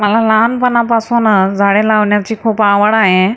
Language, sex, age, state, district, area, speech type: Marathi, female, 45-60, Maharashtra, Akola, urban, spontaneous